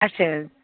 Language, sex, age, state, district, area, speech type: Kashmiri, female, 45-60, Jammu and Kashmir, Bandipora, rural, conversation